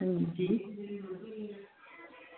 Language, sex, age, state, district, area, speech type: Dogri, female, 60+, Jammu and Kashmir, Reasi, rural, conversation